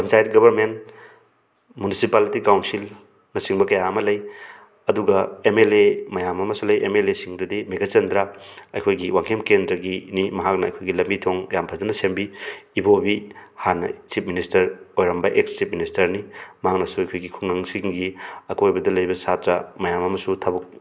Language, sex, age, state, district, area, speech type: Manipuri, male, 30-45, Manipur, Thoubal, rural, spontaneous